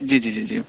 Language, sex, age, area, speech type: Sanskrit, male, 18-30, rural, conversation